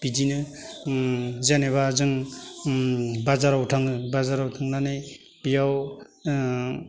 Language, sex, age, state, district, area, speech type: Bodo, male, 45-60, Assam, Baksa, urban, spontaneous